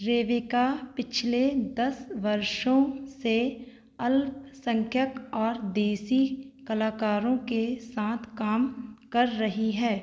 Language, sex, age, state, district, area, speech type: Hindi, female, 30-45, Madhya Pradesh, Seoni, rural, read